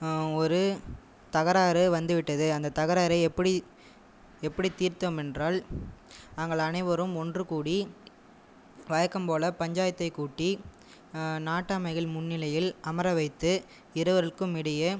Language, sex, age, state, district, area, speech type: Tamil, male, 18-30, Tamil Nadu, Cuddalore, rural, spontaneous